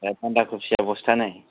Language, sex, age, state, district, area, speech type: Bodo, male, 30-45, Assam, Kokrajhar, rural, conversation